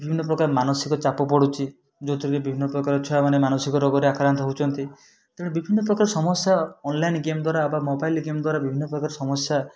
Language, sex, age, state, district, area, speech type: Odia, male, 30-45, Odisha, Mayurbhanj, rural, spontaneous